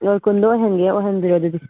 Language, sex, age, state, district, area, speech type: Manipuri, female, 30-45, Manipur, Kangpokpi, urban, conversation